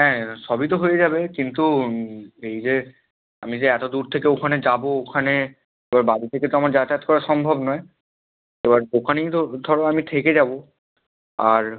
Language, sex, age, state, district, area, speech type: Bengali, male, 18-30, West Bengal, Bankura, urban, conversation